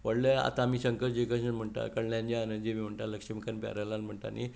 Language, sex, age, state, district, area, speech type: Goan Konkani, male, 60+, Goa, Tiswadi, rural, spontaneous